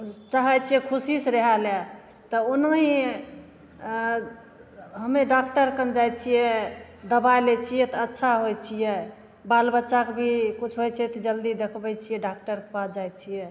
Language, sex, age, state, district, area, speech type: Maithili, female, 45-60, Bihar, Begusarai, rural, spontaneous